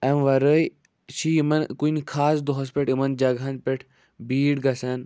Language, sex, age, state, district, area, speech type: Kashmiri, male, 45-60, Jammu and Kashmir, Budgam, rural, spontaneous